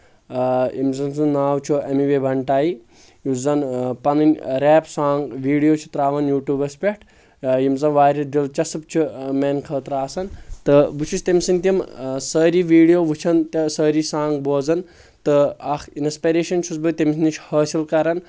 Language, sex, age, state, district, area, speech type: Kashmiri, male, 18-30, Jammu and Kashmir, Anantnag, rural, spontaneous